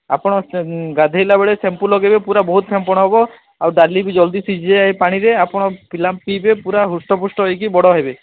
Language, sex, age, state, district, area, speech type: Odia, male, 30-45, Odisha, Sundergarh, urban, conversation